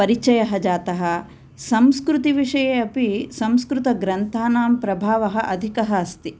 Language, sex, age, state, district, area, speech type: Sanskrit, female, 45-60, Andhra Pradesh, Kurnool, urban, spontaneous